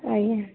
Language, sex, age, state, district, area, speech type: Odia, female, 45-60, Odisha, Sambalpur, rural, conversation